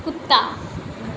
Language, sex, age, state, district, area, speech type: Maithili, female, 18-30, Bihar, Saharsa, rural, read